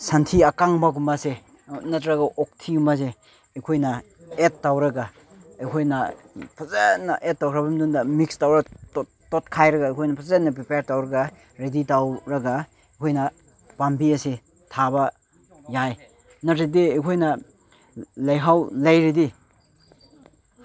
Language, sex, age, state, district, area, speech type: Manipuri, male, 18-30, Manipur, Chandel, rural, spontaneous